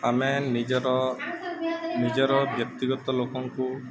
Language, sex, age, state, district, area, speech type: Odia, male, 18-30, Odisha, Subarnapur, urban, spontaneous